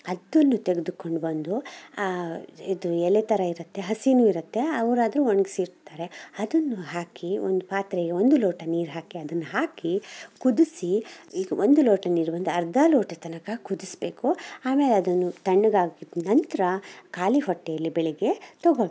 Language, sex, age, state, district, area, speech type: Kannada, male, 18-30, Karnataka, Shimoga, rural, spontaneous